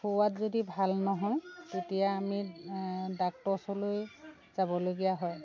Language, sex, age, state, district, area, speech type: Assamese, female, 60+, Assam, Dhemaji, rural, spontaneous